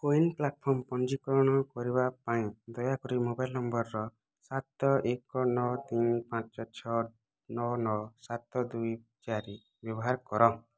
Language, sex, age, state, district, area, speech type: Odia, male, 18-30, Odisha, Bargarh, urban, read